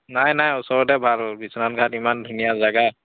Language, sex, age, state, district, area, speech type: Assamese, male, 30-45, Assam, Biswanath, rural, conversation